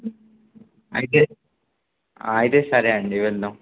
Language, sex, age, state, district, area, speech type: Telugu, male, 18-30, Telangana, Adilabad, rural, conversation